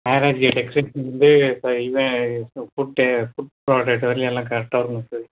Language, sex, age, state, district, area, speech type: Tamil, male, 18-30, Tamil Nadu, Tiruvannamalai, urban, conversation